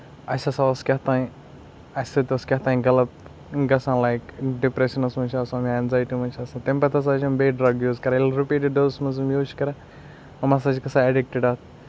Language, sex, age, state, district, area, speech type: Kashmiri, male, 30-45, Jammu and Kashmir, Baramulla, rural, spontaneous